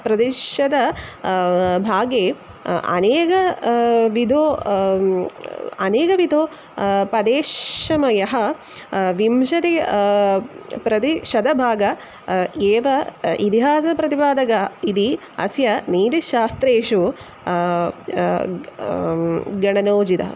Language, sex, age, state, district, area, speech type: Sanskrit, female, 18-30, Kerala, Kollam, urban, spontaneous